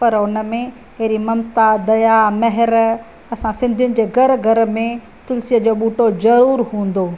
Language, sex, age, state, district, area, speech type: Sindhi, female, 45-60, Maharashtra, Thane, urban, spontaneous